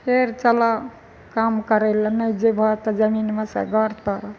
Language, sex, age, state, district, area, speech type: Maithili, female, 60+, Bihar, Madhepura, urban, spontaneous